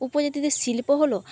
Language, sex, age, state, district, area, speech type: Bengali, female, 45-60, West Bengal, Jhargram, rural, spontaneous